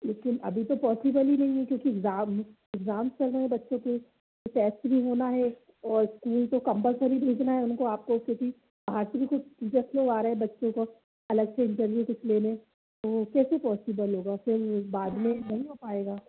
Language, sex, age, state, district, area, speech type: Hindi, male, 30-45, Madhya Pradesh, Bhopal, urban, conversation